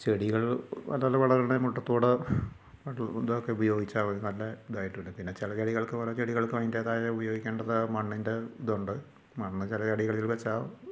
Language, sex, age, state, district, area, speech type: Malayalam, male, 45-60, Kerala, Malappuram, rural, spontaneous